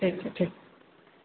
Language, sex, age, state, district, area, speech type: Maithili, female, 30-45, Bihar, Purnia, rural, conversation